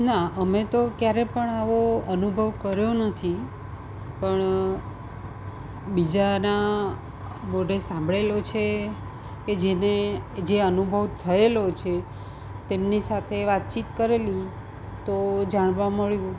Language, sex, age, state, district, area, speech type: Gujarati, female, 45-60, Gujarat, Surat, urban, spontaneous